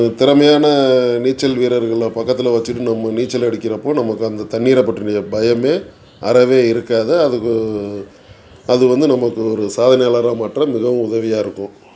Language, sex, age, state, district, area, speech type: Tamil, male, 60+, Tamil Nadu, Tiruchirappalli, urban, spontaneous